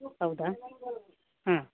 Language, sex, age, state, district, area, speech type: Kannada, female, 30-45, Karnataka, Uttara Kannada, rural, conversation